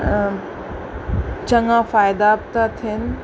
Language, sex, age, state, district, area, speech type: Sindhi, female, 45-60, Uttar Pradesh, Lucknow, urban, spontaneous